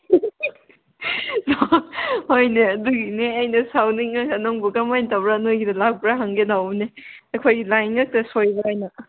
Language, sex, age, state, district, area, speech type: Manipuri, female, 18-30, Manipur, Kangpokpi, urban, conversation